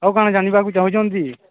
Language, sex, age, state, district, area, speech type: Odia, male, 45-60, Odisha, Nuapada, urban, conversation